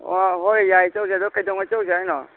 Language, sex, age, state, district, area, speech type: Manipuri, male, 45-60, Manipur, Tengnoupal, rural, conversation